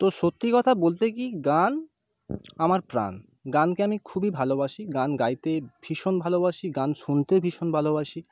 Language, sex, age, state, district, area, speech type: Bengali, male, 30-45, West Bengal, North 24 Parganas, urban, spontaneous